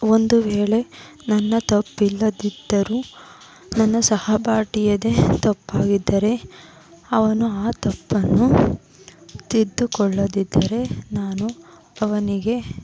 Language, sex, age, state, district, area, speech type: Kannada, female, 30-45, Karnataka, Tumkur, rural, spontaneous